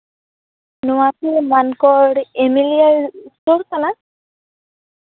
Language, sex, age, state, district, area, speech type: Santali, female, 18-30, West Bengal, Purba Bardhaman, rural, conversation